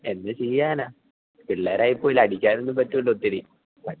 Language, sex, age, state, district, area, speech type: Malayalam, male, 18-30, Kerala, Idukki, rural, conversation